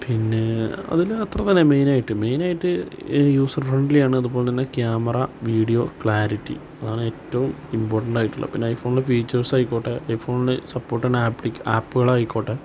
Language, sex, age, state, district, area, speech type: Malayalam, male, 30-45, Kerala, Malappuram, rural, spontaneous